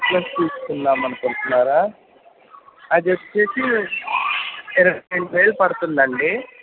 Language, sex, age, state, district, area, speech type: Telugu, male, 30-45, Andhra Pradesh, N T Rama Rao, urban, conversation